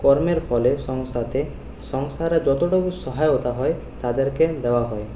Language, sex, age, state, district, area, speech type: Bengali, male, 30-45, West Bengal, Purulia, urban, spontaneous